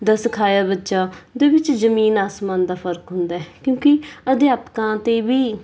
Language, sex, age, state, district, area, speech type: Punjabi, female, 30-45, Punjab, Mansa, urban, spontaneous